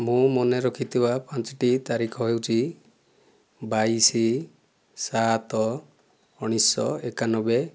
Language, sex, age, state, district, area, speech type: Odia, male, 30-45, Odisha, Kandhamal, rural, spontaneous